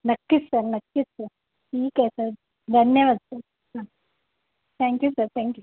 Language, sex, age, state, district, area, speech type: Marathi, female, 30-45, Maharashtra, Yavatmal, rural, conversation